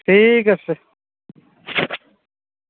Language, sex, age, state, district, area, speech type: Assamese, male, 45-60, Assam, Sivasagar, rural, conversation